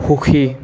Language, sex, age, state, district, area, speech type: Assamese, male, 30-45, Assam, Nalbari, rural, read